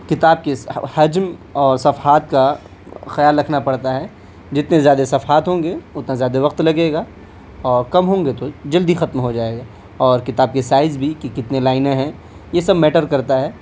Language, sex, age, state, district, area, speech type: Urdu, male, 18-30, Delhi, South Delhi, urban, spontaneous